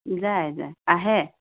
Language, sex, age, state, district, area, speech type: Assamese, female, 45-60, Assam, Majuli, rural, conversation